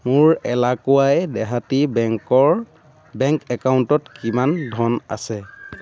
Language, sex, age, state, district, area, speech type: Assamese, male, 30-45, Assam, Dhemaji, rural, read